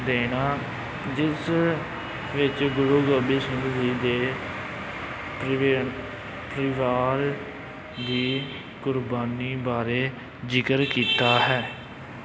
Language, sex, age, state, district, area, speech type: Punjabi, male, 18-30, Punjab, Amritsar, rural, spontaneous